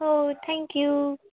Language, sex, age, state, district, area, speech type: Odia, female, 18-30, Odisha, Sundergarh, urban, conversation